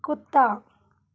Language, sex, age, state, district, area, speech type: Hindi, female, 30-45, Madhya Pradesh, Betul, urban, read